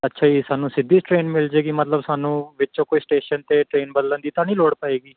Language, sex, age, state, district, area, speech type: Punjabi, male, 18-30, Punjab, Patiala, urban, conversation